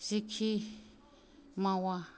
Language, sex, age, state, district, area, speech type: Bodo, female, 60+, Assam, Kokrajhar, urban, spontaneous